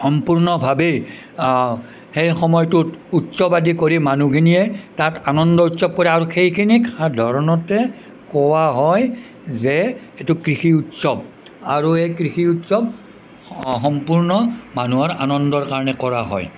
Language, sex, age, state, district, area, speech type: Assamese, male, 60+, Assam, Nalbari, rural, spontaneous